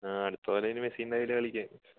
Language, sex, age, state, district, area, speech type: Malayalam, male, 18-30, Kerala, Thrissur, rural, conversation